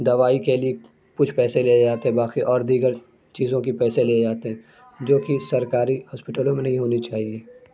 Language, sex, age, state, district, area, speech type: Urdu, male, 18-30, Bihar, Saharsa, urban, spontaneous